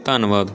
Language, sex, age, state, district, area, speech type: Punjabi, male, 18-30, Punjab, Patiala, rural, spontaneous